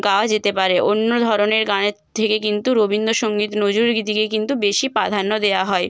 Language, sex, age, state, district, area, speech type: Bengali, female, 18-30, West Bengal, Bankura, urban, spontaneous